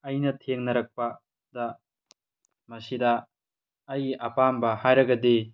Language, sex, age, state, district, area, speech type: Manipuri, male, 18-30, Manipur, Tengnoupal, rural, spontaneous